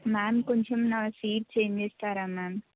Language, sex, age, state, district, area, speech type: Telugu, female, 18-30, Telangana, Mahabubabad, rural, conversation